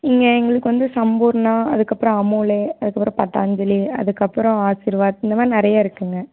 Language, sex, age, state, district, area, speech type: Tamil, female, 18-30, Tamil Nadu, Erode, rural, conversation